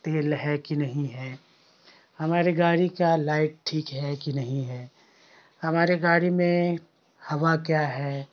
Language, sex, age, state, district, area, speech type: Urdu, male, 18-30, Bihar, Khagaria, rural, spontaneous